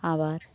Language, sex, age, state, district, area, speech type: Bengali, female, 45-60, West Bengal, Birbhum, urban, spontaneous